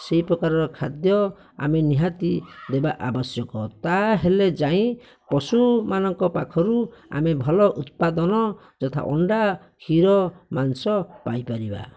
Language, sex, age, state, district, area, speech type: Odia, male, 60+, Odisha, Bhadrak, rural, spontaneous